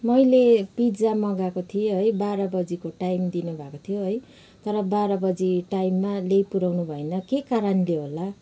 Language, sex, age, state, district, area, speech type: Nepali, female, 30-45, West Bengal, Kalimpong, rural, spontaneous